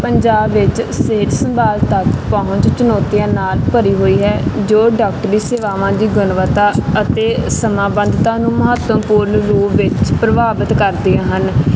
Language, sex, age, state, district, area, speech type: Punjabi, female, 18-30, Punjab, Barnala, urban, spontaneous